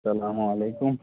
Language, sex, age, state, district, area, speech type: Kashmiri, male, 30-45, Jammu and Kashmir, Kulgam, rural, conversation